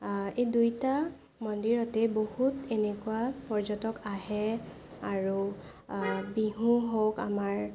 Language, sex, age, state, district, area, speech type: Assamese, female, 18-30, Assam, Sonitpur, rural, spontaneous